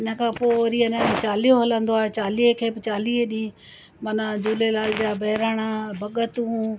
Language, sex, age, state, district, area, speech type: Sindhi, female, 60+, Gujarat, Surat, urban, spontaneous